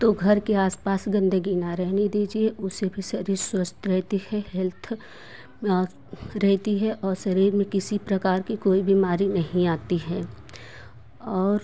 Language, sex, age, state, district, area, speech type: Hindi, female, 30-45, Uttar Pradesh, Prayagraj, rural, spontaneous